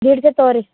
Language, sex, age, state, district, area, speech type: Kannada, female, 18-30, Karnataka, Gulbarga, urban, conversation